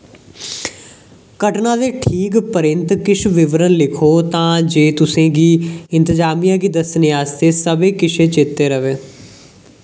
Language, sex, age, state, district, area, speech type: Dogri, male, 18-30, Jammu and Kashmir, Jammu, rural, read